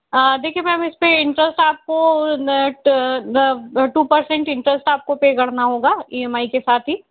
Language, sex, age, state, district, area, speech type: Hindi, female, 18-30, Madhya Pradesh, Indore, urban, conversation